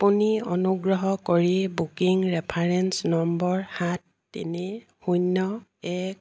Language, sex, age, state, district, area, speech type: Assamese, female, 45-60, Assam, Jorhat, urban, read